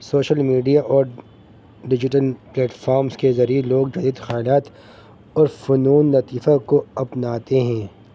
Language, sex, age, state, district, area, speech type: Urdu, male, 30-45, Delhi, North East Delhi, urban, spontaneous